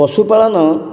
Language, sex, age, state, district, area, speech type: Odia, male, 60+, Odisha, Kendrapara, urban, spontaneous